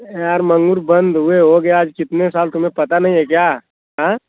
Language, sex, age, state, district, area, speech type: Hindi, male, 18-30, Uttar Pradesh, Azamgarh, rural, conversation